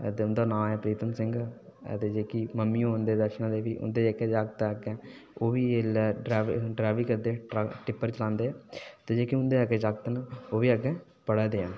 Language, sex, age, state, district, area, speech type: Dogri, male, 18-30, Jammu and Kashmir, Udhampur, rural, spontaneous